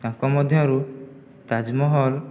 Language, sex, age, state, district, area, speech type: Odia, male, 18-30, Odisha, Jajpur, rural, spontaneous